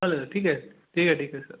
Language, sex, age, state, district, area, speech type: Marathi, male, 18-30, Maharashtra, Sangli, rural, conversation